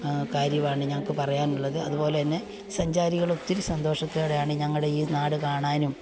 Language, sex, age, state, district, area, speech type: Malayalam, female, 45-60, Kerala, Alappuzha, rural, spontaneous